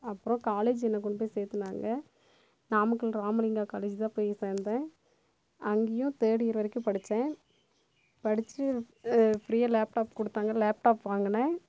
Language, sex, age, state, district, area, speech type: Tamil, female, 30-45, Tamil Nadu, Namakkal, rural, spontaneous